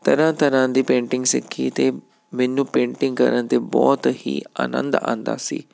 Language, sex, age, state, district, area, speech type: Punjabi, male, 30-45, Punjab, Tarn Taran, urban, spontaneous